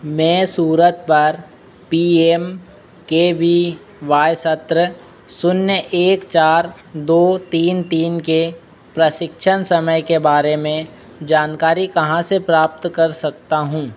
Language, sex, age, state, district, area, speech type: Hindi, male, 30-45, Madhya Pradesh, Harda, urban, read